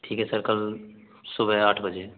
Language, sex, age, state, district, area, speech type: Hindi, male, 18-30, Rajasthan, Bharatpur, rural, conversation